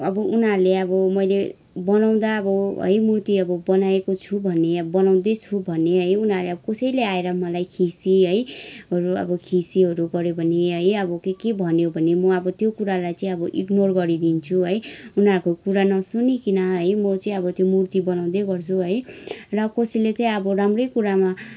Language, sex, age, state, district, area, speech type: Nepali, female, 18-30, West Bengal, Kalimpong, rural, spontaneous